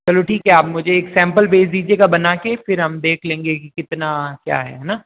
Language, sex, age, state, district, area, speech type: Hindi, male, 18-30, Rajasthan, Jodhpur, urban, conversation